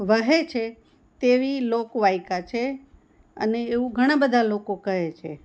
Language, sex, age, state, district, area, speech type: Gujarati, female, 60+, Gujarat, Anand, urban, spontaneous